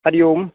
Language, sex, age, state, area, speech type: Sanskrit, male, 30-45, Rajasthan, urban, conversation